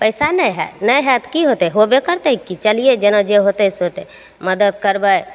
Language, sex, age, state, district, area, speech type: Maithili, female, 30-45, Bihar, Begusarai, urban, spontaneous